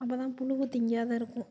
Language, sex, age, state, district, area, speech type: Tamil, female, 45-60, Tamil Nadu, Perambalur, rural, spontaneous